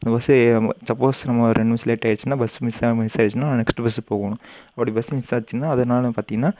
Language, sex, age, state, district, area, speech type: Tamil, male, 18-30, Tamil Nadu, Coimbatore, urban, spontaneous